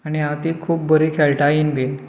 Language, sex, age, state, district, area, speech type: Goan Konkani, male, 18-30, Goa, Canacona, rural, spontaneous